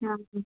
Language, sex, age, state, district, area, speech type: Goan Konkani, female, 18-30, Goa, Quepem, rural, conversation